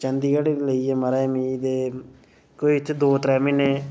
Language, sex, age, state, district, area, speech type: Dogri, male, 18-30, Jammu and Kashmir, Reasi, urban, spontaneous